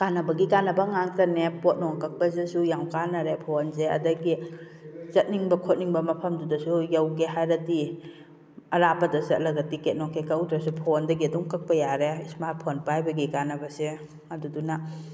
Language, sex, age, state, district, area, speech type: Manipuri, female, 45-60, Manipur, Kakching, rural, spontaneous